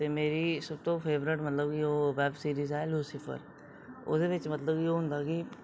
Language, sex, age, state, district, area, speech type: Dogri, male, 18-30, Jammu and Kashmir, Reasi, rural, spontaneous